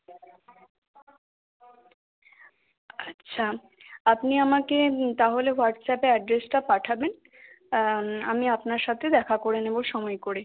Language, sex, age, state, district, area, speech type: Bengali, female, 18-30, West Bengal, Hooghly, urban, conversation